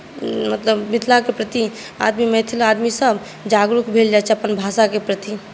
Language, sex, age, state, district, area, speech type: Maithili, female, 18-30, Bihar, Saharsa, urban, spontaneous